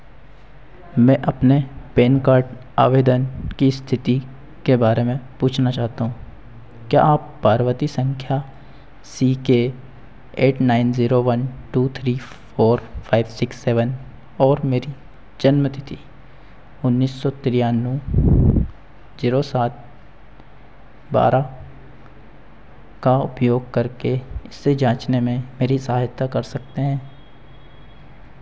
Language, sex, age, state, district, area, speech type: Hindi, male, 60+, Madhya Pradesh, Harda, urban, read